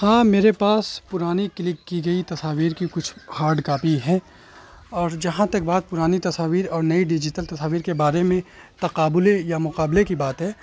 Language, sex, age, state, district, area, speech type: Urdu, male, 30-45, Uttar Pradesh, Azamgarh, rural, spontaneous